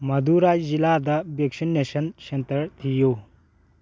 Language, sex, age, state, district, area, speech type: Manipuri, male, 18-30, Manipur, Churachandpur, rural, read